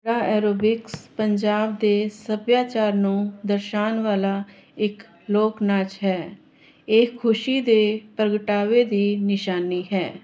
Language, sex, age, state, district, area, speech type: Punjabi, female, 45-60, Punjab, Jalandhar, urban, spontaneous